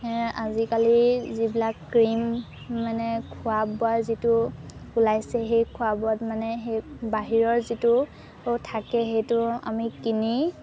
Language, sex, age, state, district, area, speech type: Assamese, female, 18-30, Assam, Golaghat, urban, spontaneous